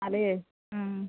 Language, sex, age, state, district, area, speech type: Malayalam, female, 30-45, Kerala, Kasaragod, rural, conversation